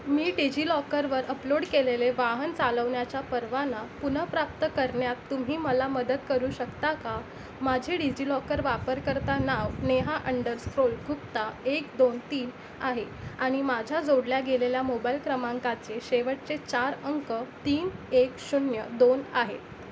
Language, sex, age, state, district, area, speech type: Marathi, female, 18-30, Maharashtra, Mumbai Suburban, urban, read